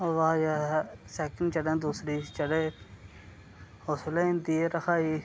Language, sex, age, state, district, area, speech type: Dogri, male, 30-45, Jammu and Kashmir, Reasi, rural, spontaneous